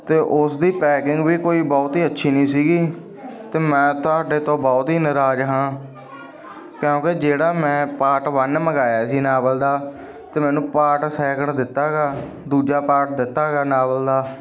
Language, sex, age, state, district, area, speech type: Punjabi, male, 18-30, Punjab, Bathinda, rural, spontaneous